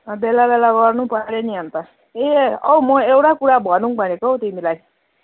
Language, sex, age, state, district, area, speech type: Nepali, female, 30-45, West Bengal, Kalimpong, rural, conversation